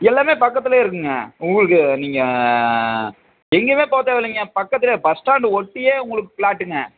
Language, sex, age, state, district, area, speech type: Tamil, male, 30-45, Tamil Nadu, Namakkal, rural, conversation